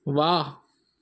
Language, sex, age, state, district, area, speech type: Sindhi, male, 30-45, Maharashtra, Mumbai Suburban, urban, read